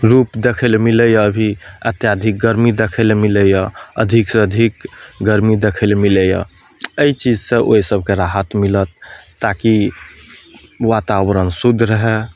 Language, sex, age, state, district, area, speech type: Maithili, male, 30-45, Bihar, Madhepura, urban, spontaneous